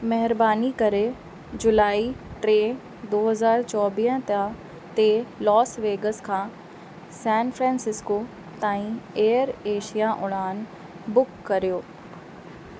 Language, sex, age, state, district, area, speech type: Sindhi, female, 30-45, Uttar Pradesh, Lucknow, urban, read